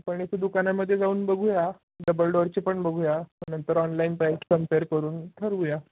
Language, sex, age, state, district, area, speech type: Marathi, male, 18-30, Maharashtra, Osmanabad, rural, conversation